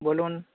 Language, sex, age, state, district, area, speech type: Bengali, male, 45-60, West Bengal, Dakshin Dinajpur, rural, conversation